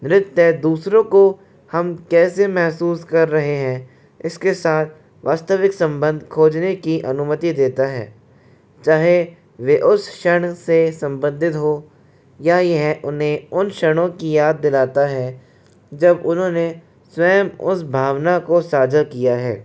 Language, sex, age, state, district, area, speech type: Hindi, male, 60+, Rajasthan, Jaipur, urban, spontaneous